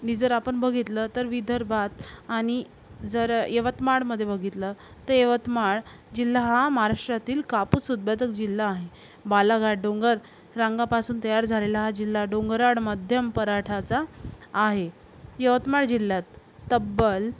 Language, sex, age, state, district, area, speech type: Marathi, female, 45-60, Maharashtra, Yavatmal, urban, spontaneous